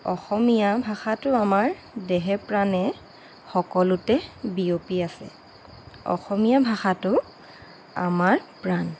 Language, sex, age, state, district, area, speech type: Assamese, female, 30-45, Assam, Lakhimpur, rural, spontaneous